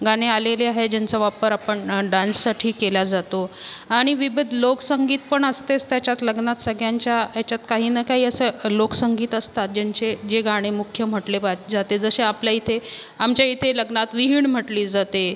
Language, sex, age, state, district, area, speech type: Marathi, female, 30-45, Maharashtra, Buldhana, rural, spontaneous